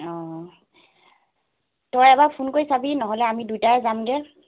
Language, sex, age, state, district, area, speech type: Assamese, female, 18-30, Assam, Dibrugarh, urban, conversation